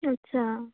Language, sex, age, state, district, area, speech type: Santali, female, 18-30, West Bengal, Purba Bardhaman, rural, conversation